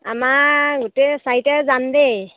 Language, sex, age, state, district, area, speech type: Assamese, female, 18-30, Assam, Sivasagar, rural, conversation